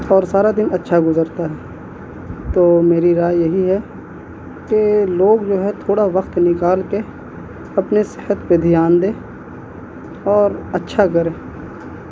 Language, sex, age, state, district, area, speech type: Urdu, male, 18-30, Bihar, Gaya, urban, spontaneous